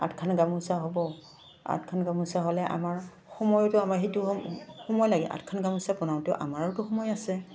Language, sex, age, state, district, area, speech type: Assamese, female, 60+, Assam, Udalguri, rural, spontaneous